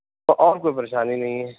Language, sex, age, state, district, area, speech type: Urdu, male, 30-45, Uttar Pradesh, Rampur, urban, conversation